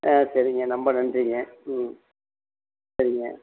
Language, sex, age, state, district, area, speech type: Tamil, male, 60+, Tamil Nadu, Erode, rural, conversation